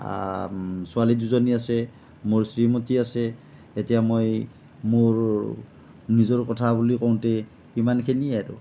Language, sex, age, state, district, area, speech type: Assamese, male, 45-60, Assam, Nalbari, rural, spontaneous